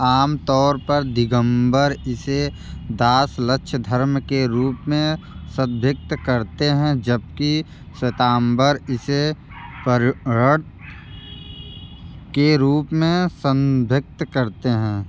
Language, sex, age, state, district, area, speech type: Hindi, male, 18-30, Uttar Pradesh, Mirzapur, rural, read